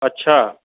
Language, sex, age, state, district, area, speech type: Sindhi, male, 45-60, Uttar Pradesh, Lucknow, rural, conversation